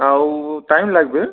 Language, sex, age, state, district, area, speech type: Bengali, male, 18-30, West Bengal, Malda, rural, conversation